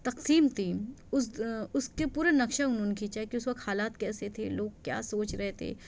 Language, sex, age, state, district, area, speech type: Urdu, female, 30-45, Delhi, South Delhi, urban, spontaneous